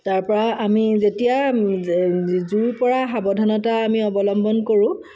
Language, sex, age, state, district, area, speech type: Assamese, female, 45-60, Assam, Sivasagar, rural, spontaneous